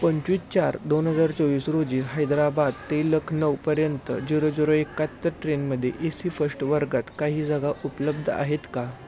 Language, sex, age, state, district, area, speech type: Marathi, male, 18-30, Maharashtra, Satara, urban, read